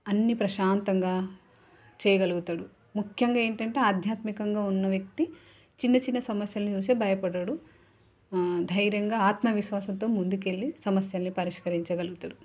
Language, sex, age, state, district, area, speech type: Telugu, female, 30-45, Telangana, Hanamkonda, urban, spontaneous